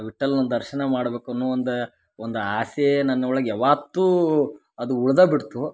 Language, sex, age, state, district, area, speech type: Kannada, male, 30-45, Karnataka, Dharwad, rural, spontaneous